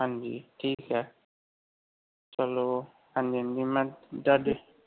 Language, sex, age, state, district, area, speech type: Punjabi, male, 45-60, Punjab, Ludhiana, urban, conversation